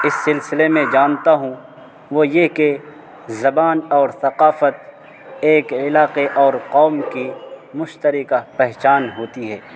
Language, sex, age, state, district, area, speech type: Urdu, male, 30-45, Bihar, Araria, rural, spontaneous